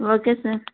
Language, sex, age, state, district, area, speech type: Telugu, female, 30-45, Andhra Pradesh, Vizianagaram, rural, conversation